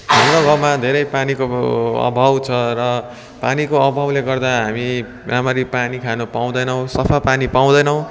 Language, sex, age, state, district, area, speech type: Nepali, male, 18-30, West Bengal, Darjeeling, rural, spontaneous